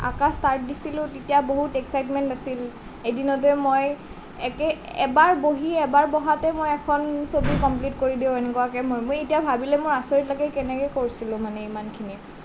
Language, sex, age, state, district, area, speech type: Assamese, female, 18-30, Assam, Nalbari, rural, spontaneous